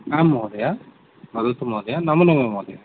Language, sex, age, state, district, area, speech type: Sanskrit, male, 18-30, West Bengal, Cooch Behar, rural, conversation